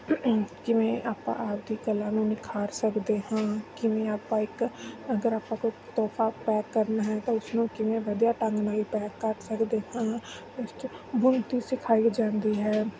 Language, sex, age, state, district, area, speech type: Punjabi, female, 30-45, Punjab, Mansa, urban, spontaneous